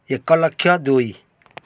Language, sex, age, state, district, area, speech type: Odia, male, 45-60, Odisha, Kendrapara, urban, spontaneous